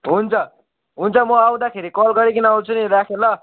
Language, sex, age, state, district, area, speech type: Nepali, male, 18-30, West Bengal, Kalimpong, rural, conversation